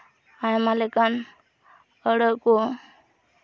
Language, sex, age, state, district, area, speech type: Santali, female, 18-30, West Bengal, Purulia, rural, spontaneous